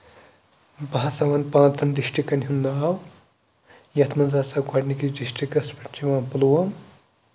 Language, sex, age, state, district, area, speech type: Kashmiri, male, 18-30, Jammu and Kashmir, Pulwama, rural, spontaneous